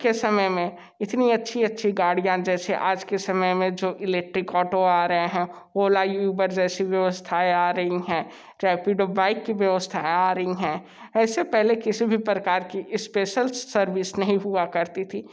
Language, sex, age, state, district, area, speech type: Hindi, male, 18-30, Uttar Pradesh, Sonbhadra, rural, spontaneous